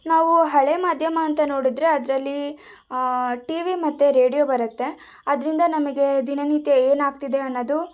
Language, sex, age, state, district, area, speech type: Kannada, female, 18-30, Karnataka, Shimoga, rural, spontaneous